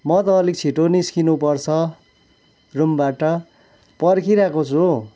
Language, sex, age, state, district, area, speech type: Nepali, male, 45-60, West Bengal, Kalimpong, rural, spontaneous